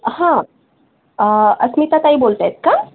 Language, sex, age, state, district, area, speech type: Marathi, female, 18-30, Maharashtra, Akola, urban, conversation